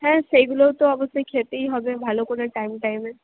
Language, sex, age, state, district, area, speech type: Bengali, female, 18-30, West Bengal, Purba Bardhaman, urban, conversation